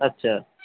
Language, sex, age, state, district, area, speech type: Bengali, male, 45-60, West Bengal, Hooghly, rural, conversation